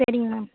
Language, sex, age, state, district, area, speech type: Tamil, female, 18-30, Tamil Nadu, Vellore, urban, conversation